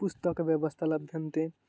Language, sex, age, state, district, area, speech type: Sanskrit, male, 18-30, Odisha, Mayurbhanj, rural, spontaneous